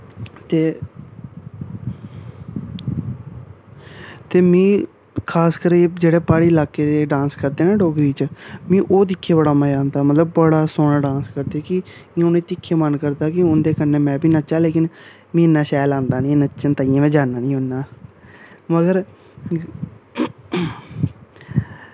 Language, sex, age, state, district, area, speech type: Dogri, male, 18-30, Jammu and Kashmir, Samba, rural, spontaneous